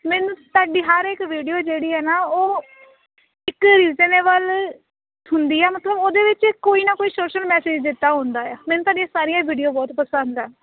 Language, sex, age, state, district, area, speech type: Punjabi, female, 30-45, Punjab, Jalandhar, rural, conversation